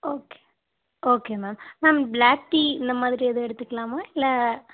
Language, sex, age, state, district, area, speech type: Tamil, female, 18-30, Tamil Nadu, Tirunelveli, urban, conversation